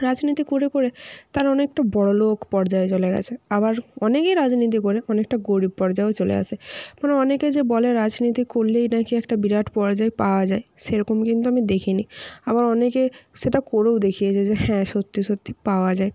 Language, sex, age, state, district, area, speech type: Bengali, female, 18-30, West Bengal, North 24 Parganas, rural, spontaneous